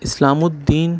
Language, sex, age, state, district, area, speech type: Urdu, male, 18-30, Delhi, Central Delhi, urban, spontaneous